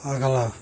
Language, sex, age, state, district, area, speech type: Hindi, male, 60+, Uttar Pradesh, Mau, rural, read